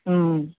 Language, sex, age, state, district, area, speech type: Tamil, male, 18-30, Tamil Nadu, Dharmapuri, rural, conversation